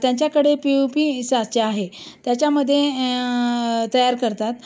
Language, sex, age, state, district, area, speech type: Marathi, female, 30-45, Maharashtra, Osmanabad, rural, spontaneous